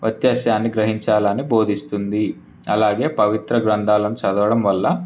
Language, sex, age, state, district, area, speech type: Telugu, male, 18-30, Telangana, Ranga Reddy, urban, spontaneous